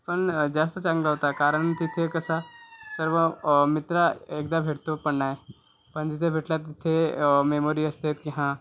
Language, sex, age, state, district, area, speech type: Marathi, male, 30-45, Maharashtra, Thane, urban, spontaneous